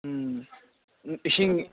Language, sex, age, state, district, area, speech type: Manipuri, male, 18-30, Manipur, Kangpokpi, urban, conversation